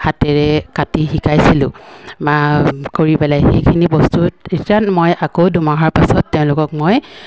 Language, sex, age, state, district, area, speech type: Assamese, female, 45-60, Assam, Dibrugarh, rural, spontaneous